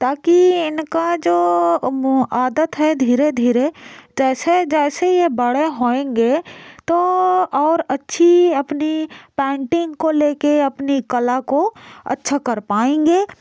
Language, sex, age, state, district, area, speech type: Hindi, female, 60+, Madhya Pradesh, Bhopal, rural, spontaneous